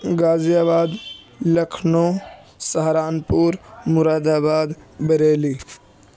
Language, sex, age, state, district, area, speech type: Urdu, male, 18-30, Uttar Pradesh, Ghaziabad, rural, spontaneous